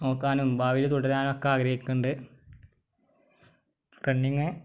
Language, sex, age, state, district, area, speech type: Malayalam, male, 18-30, Kerala, Malappuram, rural, spontaneous